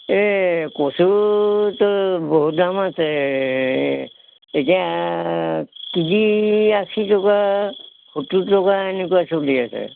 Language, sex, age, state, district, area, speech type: Assamese, male, 60+, Assam, Golaghat, rural, conversation